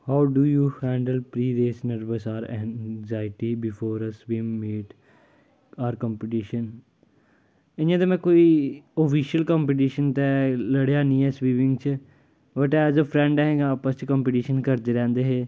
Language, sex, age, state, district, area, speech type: Dogri, male, 30-45, Jammu and Kashmir, Kathua, rural, spontaneous